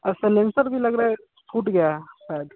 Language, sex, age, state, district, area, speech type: Hindi, male, 18-30, Bihar, Vaishali, rural, conversation